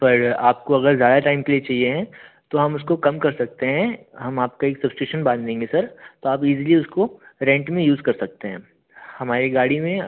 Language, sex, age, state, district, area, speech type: Hindi, male, 30-45, Madhya Pradesh, Jabalpur, urban, conversation